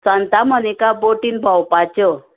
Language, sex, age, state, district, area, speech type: Goan Konkani, female, 45-60, Goa, Tiswadi, rural, conversation